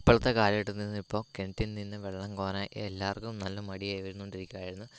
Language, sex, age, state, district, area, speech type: Malayalam, male, 18-30, Kerala, Kottayam, rural, spontaneous